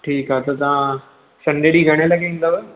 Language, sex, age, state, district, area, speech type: Sindhi, male, 18-30, Gujarat, Surat, urban, conversation